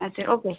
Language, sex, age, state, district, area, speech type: Bengali, female, 30-45, West Bengal, Birbhum, urban, conversation